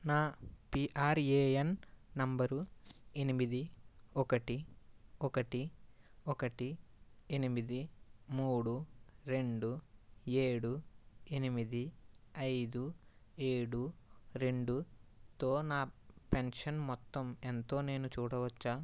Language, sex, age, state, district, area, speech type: Telugu, male, 30-45, Andhra Pradesh, East Godavari, rural, read